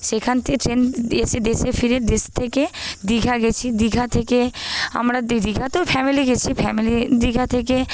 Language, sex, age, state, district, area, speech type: Bengali, female, 18-30, West Bengal, Paschim Medinipur, urban, spontaneous